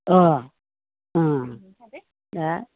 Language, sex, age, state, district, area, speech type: Bodo, female, 60+, Assam, Udalguri, rural, conversation